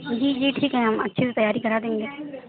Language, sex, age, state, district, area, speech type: Urdu, female, 18-30, Uttar Pradesh, Mau, urban, conversation